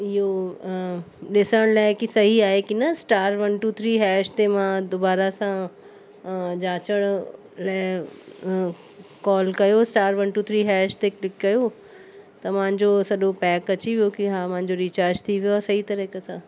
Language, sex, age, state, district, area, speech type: Sindhi, female, 30-45, Uttar Pradesh, Lucknow, urban, spontaneous